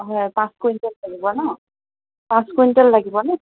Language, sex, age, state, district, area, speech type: Assamese, female, 30-45, Assam, Golaghat, urban, conversation